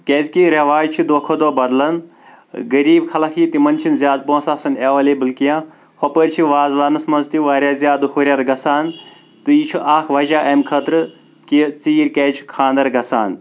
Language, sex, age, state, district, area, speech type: Kashmiri, male, 18-30, Jammu and Kashmir, Kulgam, rural, spontaneous